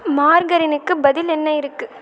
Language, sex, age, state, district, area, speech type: Tamil, female, 18-30, Tamil Nadu, Tiruvannamalai, urban, read